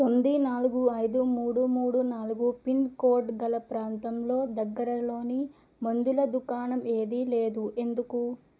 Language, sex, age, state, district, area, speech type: Telugu, female, 30-45, Andhra Pradesh, Eluru, rural, read